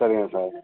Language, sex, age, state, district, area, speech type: Tamil, male, 60+, Tamil Nadu, Sivaganga, urban, conversation